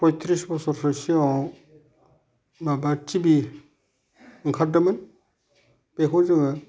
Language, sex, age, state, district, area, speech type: Bodo, male, 60+, Assam, Udalguri, rural, spontaneous